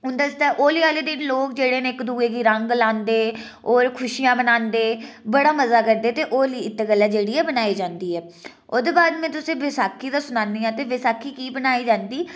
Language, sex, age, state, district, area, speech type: Dogri, female, 18-30, Jammu and Kashmir, Udhampur, rural, spontaneous